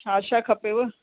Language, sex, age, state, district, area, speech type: Sindhi, female, 60+, Uttar Pradesh, Lucknow, rural, conversation